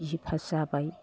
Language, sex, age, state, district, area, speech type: Bodo, male, 60+, Assam, Chirang, rural, spontaneous